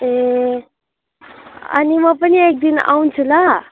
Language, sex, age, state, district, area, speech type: Nepali, female, 18-30, West Bengal, Alipurduar, rural, conversation